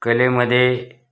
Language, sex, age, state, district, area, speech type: Marathi, male, 45-60, Maharashtra, Osmanabad, rural, spontaneous